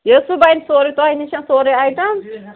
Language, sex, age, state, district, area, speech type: Kashmiri, male, 30-45, Jammu and Kashmir, Srinagar, urban, conversation